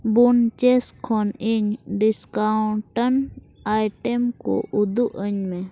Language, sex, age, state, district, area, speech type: Santali, female, 18-30, Jharkhand, Pakur, rural, read